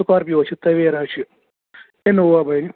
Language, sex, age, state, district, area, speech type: Kashmiri, male, 30-45, Jammu and Kashmir, Bandipora, rural, conversation